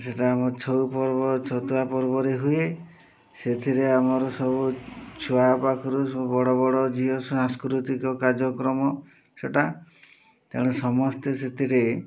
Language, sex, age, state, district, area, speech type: Odia, male, 60+, Odisha, Mayurbhanj, rural, spontaneous